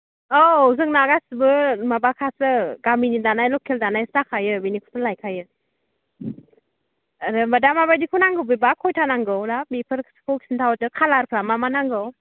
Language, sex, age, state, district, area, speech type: Bodo, female, 18-30, Assam, Kokrajhar, rural, conversation